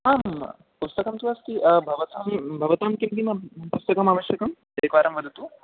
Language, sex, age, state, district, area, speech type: Sanskrit, male, 18-30, Delhi, East Delhi, urban, conversation